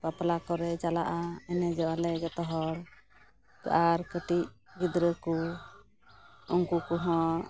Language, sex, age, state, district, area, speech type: Santali, female, 30-45, West Bengal, Malda, rural, spontaneous